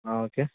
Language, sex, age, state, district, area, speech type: Malayalam, male, 18-30, Kerala, Kasaragod, urban, conversation